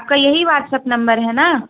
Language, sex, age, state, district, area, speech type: Urdu, female, 30-45, Bihar, Gaya, urban, conversation